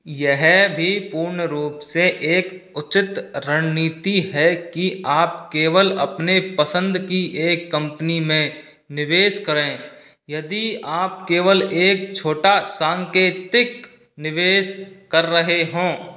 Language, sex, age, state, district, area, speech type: Hindi, male, 45-60, Rajasthan, Karauli, rural, read